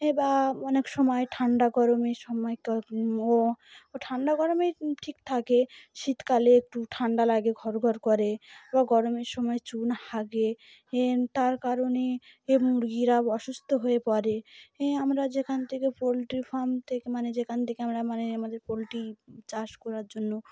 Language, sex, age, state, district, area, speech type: Bengali, female, 30-45, West Bengal, Cooch Behar, urban, spontaneous